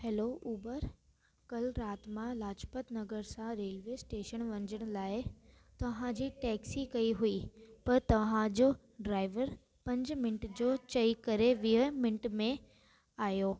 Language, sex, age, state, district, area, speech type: Sindhi, female, 18-30, Delhi, South Delhi, urban, spontaneous